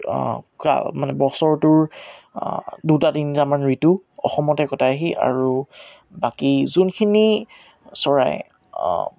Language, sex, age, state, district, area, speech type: Assamese, male, 18-30, Assam, Tinsukia, rural, spontaneous